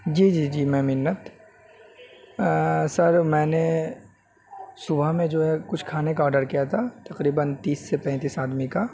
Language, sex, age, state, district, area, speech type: Urdu, male, 18-30, Delhi, North West Delhi, urban, spontaneous